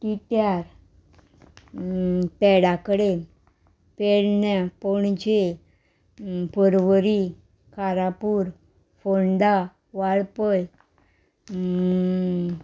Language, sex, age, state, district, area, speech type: Goan Konkani, female, 45-60, Goa, Murmgao, urban, spontaneous